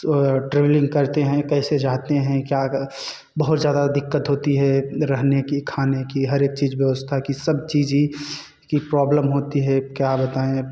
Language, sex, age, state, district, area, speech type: Hindi, male, 18-30, Uttar Pradesh, Jaunpur, urban, spontaneous